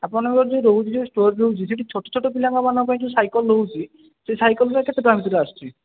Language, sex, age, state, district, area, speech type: Odia, male, 18-30, Odisha, Jajpur, rural, conversation